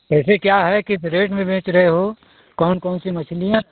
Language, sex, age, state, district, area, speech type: Hindi, male, 60+, Uttar Pradesh, Ayodhya, rural, conversation